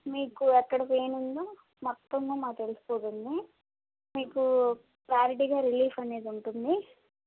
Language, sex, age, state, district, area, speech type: Telugu, female, 18-30, Andhra Pradesh, Guntur, urban, conversation